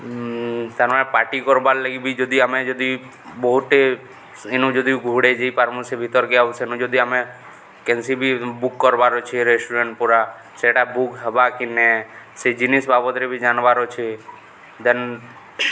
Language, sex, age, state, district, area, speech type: Odia, male, 18-30, Odisha, Balangir, urban, spontaneous